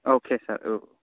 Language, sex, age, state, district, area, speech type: Bodo, male, 18-30, Assam, Chirang, urban, conversation